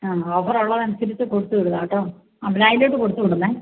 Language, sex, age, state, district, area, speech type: Malayalam, female, 60+, Kerala, Idukki, rural, conversation